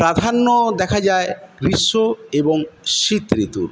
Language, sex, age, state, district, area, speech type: Bengali, male, 45-60, West Bengal, Paschim Medinipur, rural, spontaneous